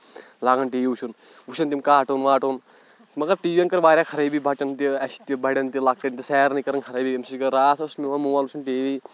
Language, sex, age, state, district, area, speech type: Kashmiri, male, 18-30, Jammu and Kashmir, Shopian, rural, spontaneous